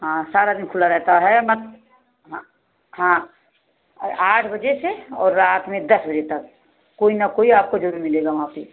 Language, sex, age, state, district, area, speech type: Hindi, female, 60+, Uttar Pradesh, Sitapur, rural, conversation